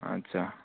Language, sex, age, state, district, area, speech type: Manipuri, male, 18-30, Manipur, Chandel, rural, conversation